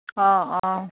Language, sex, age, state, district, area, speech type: Assamese, female, 30-45, Assam, Dhemaji, rural, conversation